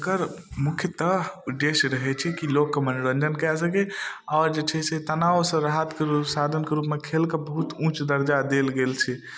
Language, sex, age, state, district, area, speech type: Maithili, male, 18-30, Bihar, Darbhanga, rural, spontaneous